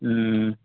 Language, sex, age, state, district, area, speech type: Kannada, male, 45-60, Karnataka, Koppal, rural, conversation